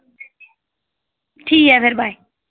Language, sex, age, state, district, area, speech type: Dogri, female, 18-30, Jammu and Kashmir, Reasi, rural, conversation